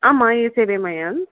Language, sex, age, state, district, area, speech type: Tamil, female, 18-30, Tamil Nadu, Chengalpattu, urban, conversation